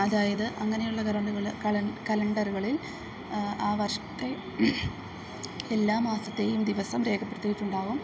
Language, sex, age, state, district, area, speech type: Malayalam, female, 30-45, Kerala, Idukki, rural, spontaneous